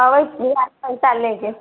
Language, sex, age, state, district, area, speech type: Maithili, female, 18-30, Bihar, Sitamarhi, rural, conversation